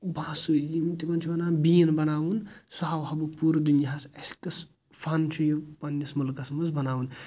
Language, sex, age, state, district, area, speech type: Kashmiri, male, 18-30, Jammu and Kashmir, Kulgam, rural, spontaneous